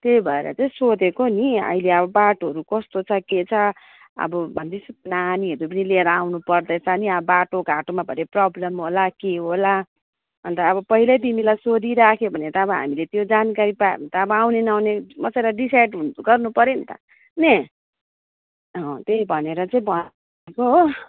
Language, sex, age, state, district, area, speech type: Nepali, female, 45-60, West Bengal, Alipurduar, urban, conversation